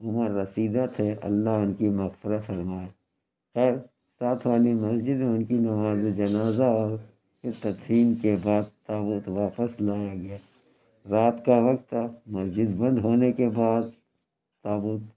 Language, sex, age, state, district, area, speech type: Urdu, male, 60+, Uttar Pradesh, Lucknow, urban, spontaneous